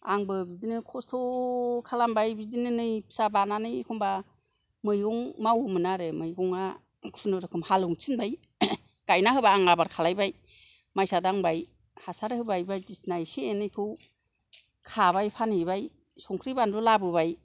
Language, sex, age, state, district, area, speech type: Bodo, female, 60+, Assam, Kokrajhar, rural, spontaneous